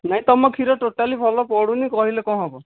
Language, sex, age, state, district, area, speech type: Odia, male, 18-30, Odisha, Nayagarh, rural, conversation